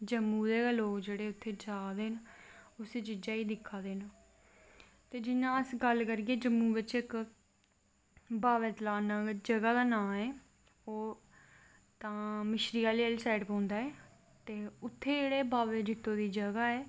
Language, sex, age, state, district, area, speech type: Dogri, female, 18-30, Jammu and Kashmir, Reasi, rural, spontaneous